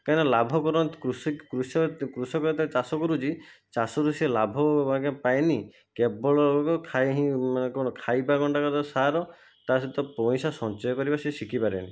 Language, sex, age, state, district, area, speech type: Odia, male, 45-60, Odisha, Jajpur, rural, spontaneous